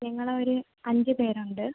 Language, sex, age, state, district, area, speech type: Malayalam, female, 18-30, Kerala, Thiruvananthapuram, rural, conversation